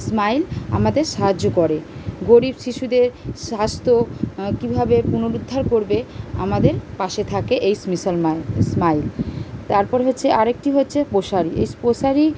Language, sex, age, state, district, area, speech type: Bengali, female, 30-45, West Bengal, Kolkata, urban, spontaneous